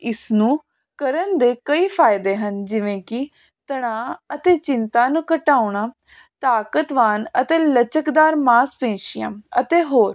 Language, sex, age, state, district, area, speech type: Punjabi, female, 18-30, Punjab, Jalandhar, urban, spontaneous